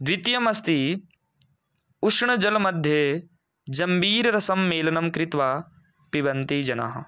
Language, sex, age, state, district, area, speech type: Sanskrit, male, 18-30, Rajasthan, Jaipur, rural, spontaneous